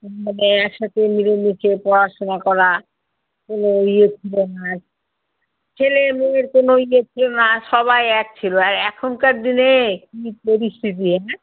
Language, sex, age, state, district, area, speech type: Bengali, female, 60+, West Bengal, Alipurduar, rural, conversation